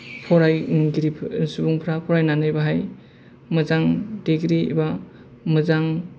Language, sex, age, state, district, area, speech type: Bodo, male, 30-45, Assam, Kokrajhar, rural, spontaneous